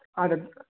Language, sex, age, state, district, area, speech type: Sindhi, male, 18-30, Maharashtra, Thane, urban, conversation